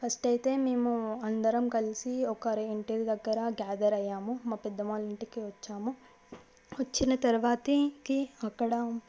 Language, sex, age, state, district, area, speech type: Telugu, female, 18-30, Telangana, Medchal, urban, spontaneous